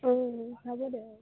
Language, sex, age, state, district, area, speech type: Assamese, female, 30-45, Assam, Lakhimpur, rural, conversation